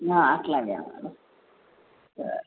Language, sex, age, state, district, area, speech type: Telugu, female, 45-60, Andhra Pradesh, N T Rama Rao, urban, conversation